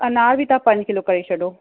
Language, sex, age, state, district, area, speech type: Sindhi, female, 45-60, Uttar Pradesh, Lucknow, urban, conversation